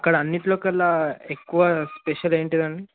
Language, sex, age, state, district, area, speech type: Telugu, male, 18-30, Telangana, Mulugu, urban, conversation